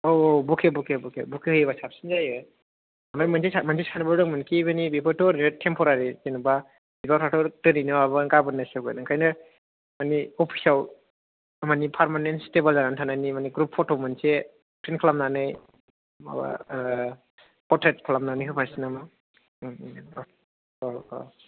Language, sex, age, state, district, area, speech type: Bodo, male, 18-30, Assam, Kokrajhar, rural, conversation